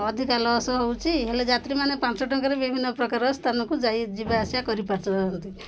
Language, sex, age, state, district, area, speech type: Odia, female, 45-60, Odisha, Koraput, urban, spontaneous